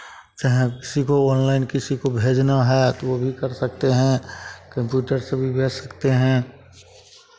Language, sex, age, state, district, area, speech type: Hindi, male, 45-60, Bihar, Begusarai, urban, spontaneous